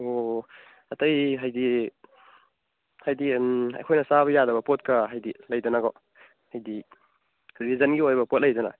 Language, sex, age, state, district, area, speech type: Manipuri, male, 18-30, Manipur, Churachandpur, rural, conversation